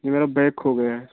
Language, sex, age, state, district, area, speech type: Hindi, male, 18-30, Uttar Pradesh, Jaunpur, urban, conversation